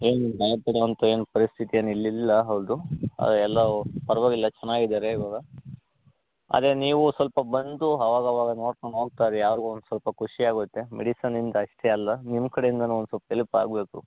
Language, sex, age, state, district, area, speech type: Kannada, male, 60+, Karnataka, Bangalore Rural, urban, conversation